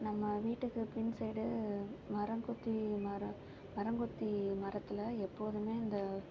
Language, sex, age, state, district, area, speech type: Tamil, female, 30-45, Tamil Nadu, Tiruvarur, rural, spontaneous